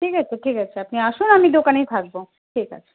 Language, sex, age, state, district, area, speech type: Bengali, female, 45-60, West Bengal, Malda, rural, conversation